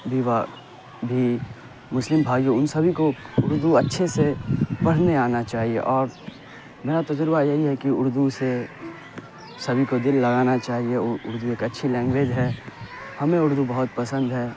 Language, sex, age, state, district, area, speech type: Urdu, male, 18-30, Bihar, Saharsa, urban, spontaneous